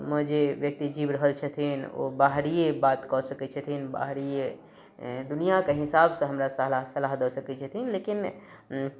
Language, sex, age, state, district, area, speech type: Maithili, male, 30-45, Bihar, Darbhanga, rural, spontaneous